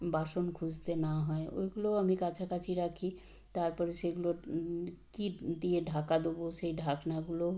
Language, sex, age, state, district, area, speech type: Bengali, female, 60+, West Bengal, Purba Medinipur, rural, spontaneous